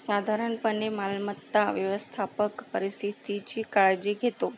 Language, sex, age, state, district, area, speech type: Marathi, female, 18-30, Maharashtra, Akola, rural, read